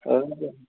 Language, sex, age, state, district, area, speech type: Nepali, male, 30-45, West Bengal, Darjeeling, rural, conversation